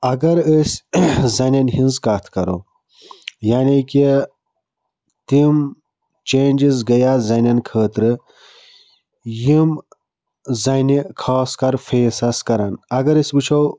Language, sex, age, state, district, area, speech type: Kashmiri, male, 60+, Jammu and Kashmir, Budgam, rural, spontaneous